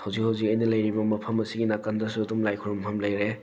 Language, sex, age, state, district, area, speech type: Manipuri, male, 18-30, Manipur, Thoubal, rural, spontaneous